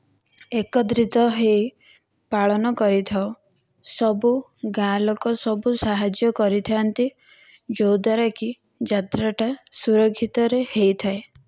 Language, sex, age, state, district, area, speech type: Odia, female, 18-30, Odisha, Kandhamal, rural, spontaneous